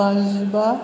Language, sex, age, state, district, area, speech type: Bodo, male, 18-30, Assam, Chirang, rural, spontaneous